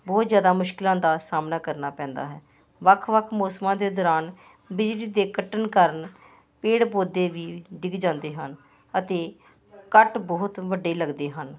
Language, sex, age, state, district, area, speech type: Punjabi, female, 45-60, Punjab, Hoshiarpur, urban, spontaneous